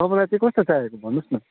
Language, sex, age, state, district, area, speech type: Nepali, male, 18-30, West Bengal, Darjeeling, urban, conversation